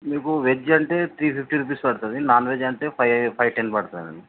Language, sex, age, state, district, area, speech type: Telugu, male, 45-60, Telangana, Mancherial, rural, conversation